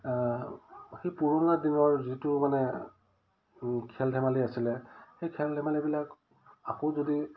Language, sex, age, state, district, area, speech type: Assamese, male, 45-60, Assam, Udalguri, rural, spontaneous